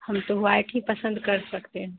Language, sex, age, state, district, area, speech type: Hindi, female, 30-45, Bihar, Samastipur, rural, conversation